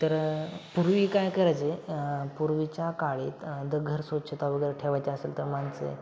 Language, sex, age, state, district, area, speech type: Marathi, male, 18-30, Maharashtra, Satara, urban, spontaneous